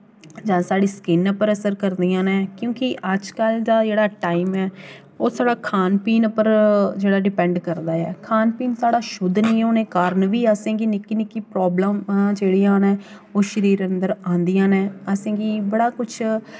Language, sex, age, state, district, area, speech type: Dogri, female, 18-30, Jammu and Kashmir, Jammu, rural, spontaneous